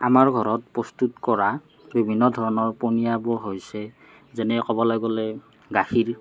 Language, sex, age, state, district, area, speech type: Assamese, male, 30-45, Assam, Morigaon, urban, spontaneous